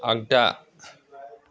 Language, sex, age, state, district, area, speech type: Bodo, male, 60+, Assam, Chirang, urban, read